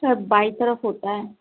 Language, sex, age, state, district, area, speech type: Hindi, female, 45-60, Rajasthan, Karauli, rural, conversation